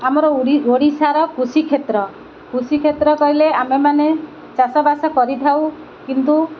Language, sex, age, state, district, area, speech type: Odia, female, 60+, Odisha, Kendrapara, urban, spontaneous